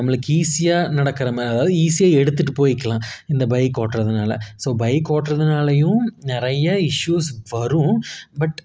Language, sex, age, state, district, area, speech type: Tamil, male, 30-45, Tamil Nadu, Tiruppur, rural, spontaneous